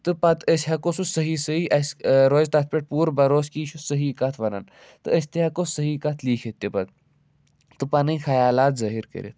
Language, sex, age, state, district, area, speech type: Kashmiri, male, 45-60, Jammu and Kashmir, Budgam, rural, spontaneous